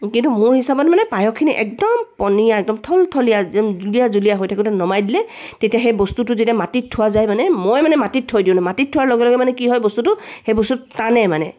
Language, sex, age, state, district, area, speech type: Assamese, female, 45-60, Assam, Tinsukia, rural, spontaneous